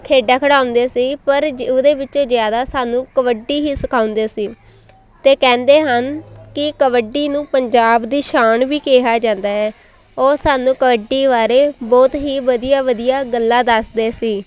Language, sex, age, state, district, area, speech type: Punjabi, female, 18-30, Punjab, Shaheed Bhagat Singh Nagar, rural, spontaneous